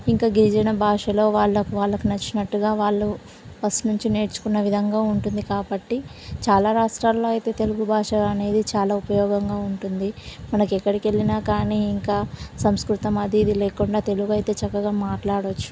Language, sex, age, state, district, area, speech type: Telugu, female, 18-30, Telangana, Karimnagar, rural, spontaneous